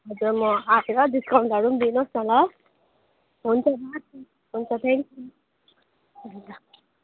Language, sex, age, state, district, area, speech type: Nepali, female, 30-45, West Bengal, Darjeeling, rural, conversation